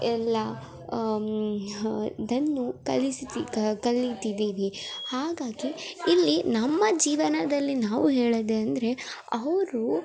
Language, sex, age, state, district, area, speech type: Kannada, female, 18-30, Karnataka, Chamarajanagar, rural, spontaneous